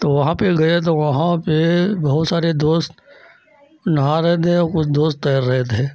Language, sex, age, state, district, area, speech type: Hindi, male, 60+, Uttar Pradesh, Lucknow, rural, spontaneous